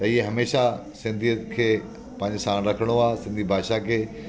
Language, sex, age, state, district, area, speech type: Sindhi, male, 45-60, Delhi, South Delhi, rural, spontaneous